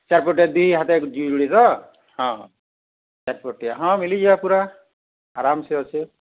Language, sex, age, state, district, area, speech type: Odia, male, 45-60, Odisha, Bargarh, urban, conversation